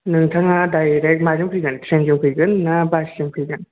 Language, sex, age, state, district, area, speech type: Bodo, male, 30-45, Assam, Chirang, rural, conversation